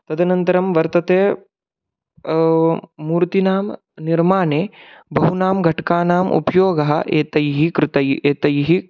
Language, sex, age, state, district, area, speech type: Sanskrit, male, 18-30, Maharashtra, Satara, rural, spontaneous